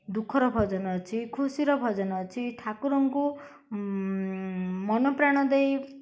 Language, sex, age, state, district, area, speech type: Odia, female, 60+, Odisha, Koraput, urban, spontaneous